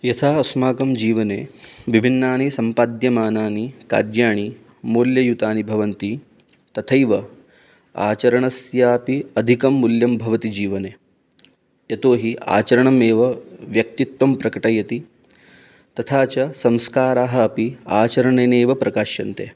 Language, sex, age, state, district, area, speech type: Sanskrit, male, 30-45, Rajasthan, Ajmer, urban, spontaneous